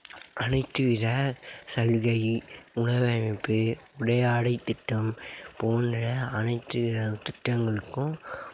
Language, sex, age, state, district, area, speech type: Tamil, male, 18-30, Tamil Nadu, Mayiladuthurai, urban, spontaneous